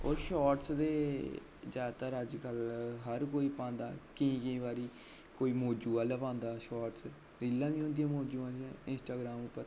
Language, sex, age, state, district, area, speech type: Dogri, male, 18-30, Jammu and Kashmir, Jammu, urban, spontaneous